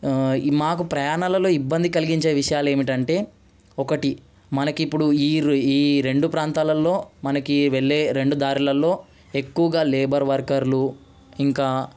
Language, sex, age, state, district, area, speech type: Telugu, male, 18-30, Telangana, Ranga Reddy, urban, spontaneous